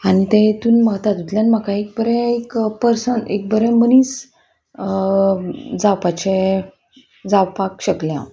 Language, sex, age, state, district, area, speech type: Goan Konkani, female, 30-45, Goa, Salcete, rural, spontaneous